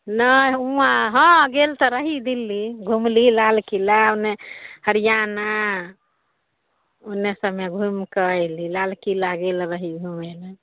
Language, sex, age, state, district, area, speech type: Maithili, female, 30-45, Bihar, Samastipur, urban, conversation